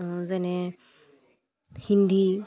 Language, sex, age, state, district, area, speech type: Assamese, female, 18-30, Assam, Dibrugarh, rural, spontaneous